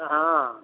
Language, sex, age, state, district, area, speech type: Urdu, male, 60+, Bihar, Madhubani, rural, conversation